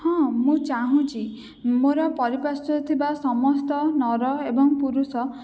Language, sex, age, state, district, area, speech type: Odia, female, 18-30, Odisha, Jajpur, rural, spontaneous